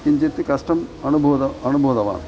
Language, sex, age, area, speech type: Sanskrit, male, 60+, urban, spontaneous